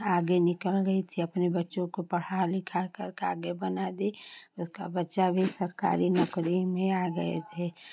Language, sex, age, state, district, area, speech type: Hindi, female, 45-60, Uttar Pradesh, Chandauli, urban, spontaneous